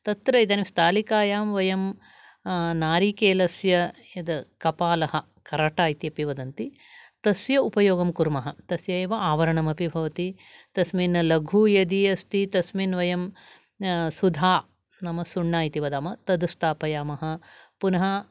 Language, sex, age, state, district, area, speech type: Sanskrit, female, 60+, Karnataka, Uttara Kannada, urban, spontaneous